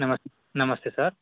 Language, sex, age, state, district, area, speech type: Telugu, male, 18-30, Telangana, Bhadradri Kothagudem, urban, conversation